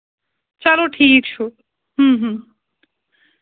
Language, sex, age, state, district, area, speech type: Kashmiri, female, 30-45, Jammu and Kashmir, Srinagar, urban, conversation